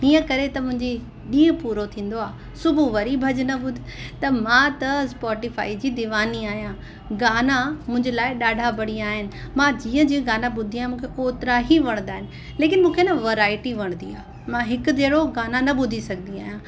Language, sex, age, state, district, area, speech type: Sindhi, female, 30-45, Uttar Pradesh, Lucknow, urban, spontaneous